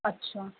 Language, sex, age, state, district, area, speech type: Sindhi, female, 60+, Uttar Pradesh, Lucknow, urban, conversation